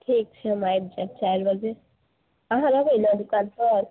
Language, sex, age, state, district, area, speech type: Maithili, female, 18-30, Bihar, Samastipur, urban, conversation